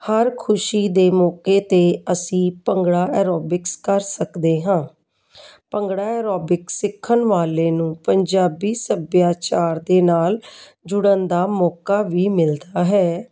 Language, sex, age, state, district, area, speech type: Punjabi, female, 45-60, Punjab, Jalandhar, urban, spontaneous